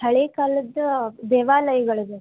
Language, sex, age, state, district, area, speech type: Kannada, female, 18-30, Karnataka, Gadag, rural, conversation